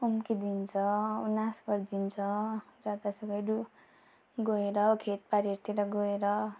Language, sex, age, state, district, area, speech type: Nepali, female, 18-30, West Bengal, Darjeeling, rural, spontaneous